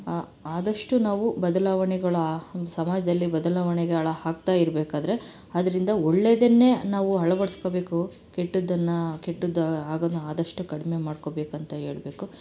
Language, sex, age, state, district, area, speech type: Kannada, female, 30-45, Karnataka, Chitradurga, urban, spontaneous